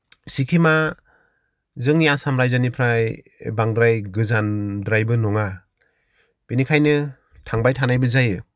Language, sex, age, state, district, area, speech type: Bodo, male, 30-45, Assam, Kokrajhar, rural, spontaneous